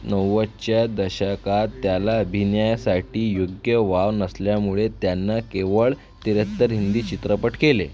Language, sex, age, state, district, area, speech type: Marathi, male, 18-30, Maharashtra, Akola, rural, read